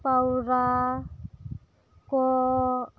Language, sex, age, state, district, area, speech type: Santali, female, 18-30, West Bengal, Birbhum, rural, spontaneous